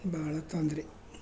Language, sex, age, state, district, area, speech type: Kannada, male, 60+, Karnataka, Mysore, urban, spontaneous